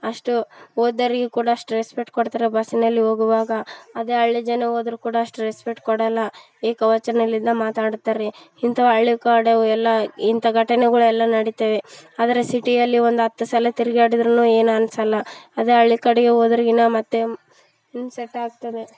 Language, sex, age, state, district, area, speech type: Kannada, female, 18-30, Karnataka, Vijayanagara, rural, spontaneous